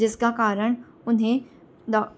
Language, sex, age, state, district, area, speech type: Hindi, female, 45-60, Rajasthan, Jaipur, urban, spontaneous